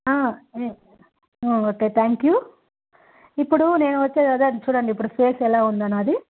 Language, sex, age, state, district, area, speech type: Telugu, female, 30-45, Andhra Pradesh, Chittoor, rural, conversation